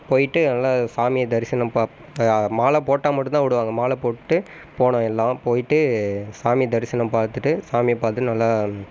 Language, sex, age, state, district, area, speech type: Tamil, male, 30-45, Tamil Nadu, Viluppuram, rural, spontaneous